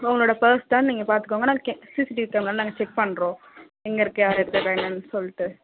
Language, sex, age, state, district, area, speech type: Tamil, female, 18-30, Tamil Nadu, Kallakurichi, rural, conversation